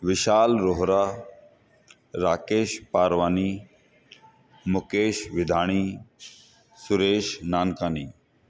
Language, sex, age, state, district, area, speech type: Sindhi, male, 45-60, Rajasthan, Ajmer, urban, spontaneous